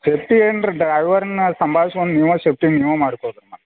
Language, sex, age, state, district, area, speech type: Kannada, male, 45-60, Karnataka, Belgaum, rural, conversation